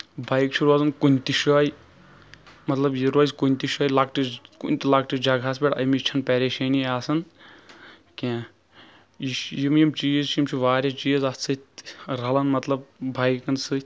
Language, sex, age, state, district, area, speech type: Kashmiri, male, 18-30, Jammu and Kashmir, Kulgam, rural, spontaneous